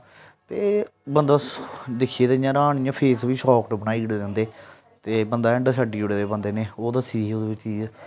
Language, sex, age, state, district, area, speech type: Dogri, male, 18-30, Jammu and Kashmir, Jammu, rural, spontaneous